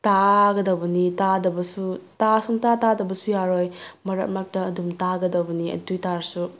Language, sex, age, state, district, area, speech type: Manipuri, female, 30-45, Manipur, Tengnoupal, rural, spontaneous